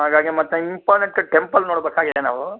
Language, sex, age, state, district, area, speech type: Kannada, male, 60+, Karnataka, Shimoga, urban, conversation